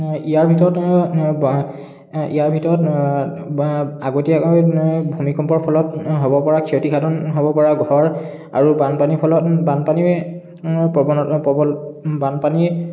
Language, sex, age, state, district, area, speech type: Assamese, male, 18-30, Assam, Charaideo, urban, spontaneous